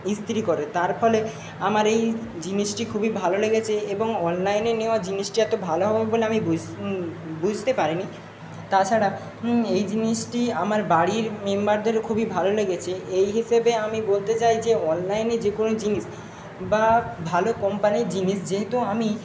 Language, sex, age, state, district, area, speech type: Bengali, male, 60+, West Bengal, Jhargram, rural, spontaneous